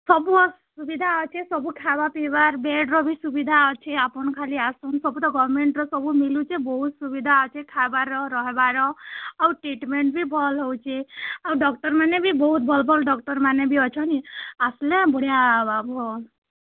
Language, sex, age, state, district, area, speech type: Odia, female, 60+, Odisha, Boudh, rural, conversation